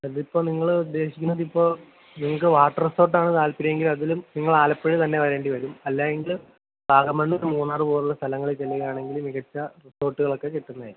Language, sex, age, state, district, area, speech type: Malayalam, male, 18-30, Kerala, Kottayam, rural, conversation